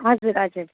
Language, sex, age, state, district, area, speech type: Nepali, female, 18-30, West Bengal, Darjeeling, rural, conversation